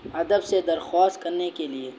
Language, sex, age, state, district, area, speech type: Urdu, male, 18-30, Uttar Pradesh, Balrampur, rural, spontaneous